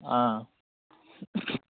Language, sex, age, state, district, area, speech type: Manipuri, male, 30-45, Manipur, Kakching, rural, conversation